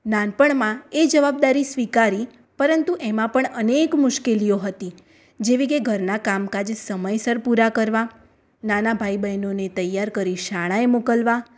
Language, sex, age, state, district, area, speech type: Gujarati, female, 18-30, Gujarat, Mehsana, rural, spontaneous